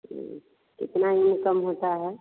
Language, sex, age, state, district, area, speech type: Hindi, female, 60+, Bihar, Vaishali, urban, conversation